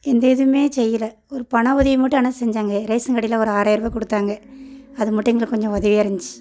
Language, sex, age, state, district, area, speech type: Tamil, female, 30-45, Tamil Nadu, Thoothukudi, rural, spontaneous